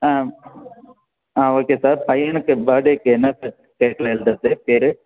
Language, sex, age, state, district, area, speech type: Tamil, male, 18-30, Tamil Nadu, Thanjavur, rural, conversation